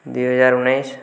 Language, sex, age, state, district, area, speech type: Odia, male, 18-30, Odisha, Boudh, rural, spontaneous